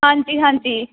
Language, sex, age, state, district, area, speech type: Punjabi, female, 45-60, Punjab, Jalandhar, urban, conversation